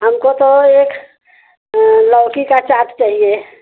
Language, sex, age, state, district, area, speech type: Hindi, female, 60+, Uttar Pradesh, Mau, urban, conversation